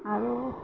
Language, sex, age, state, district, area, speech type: Assamese, female, 45-60, Assam, Darrang, rural, spontaneous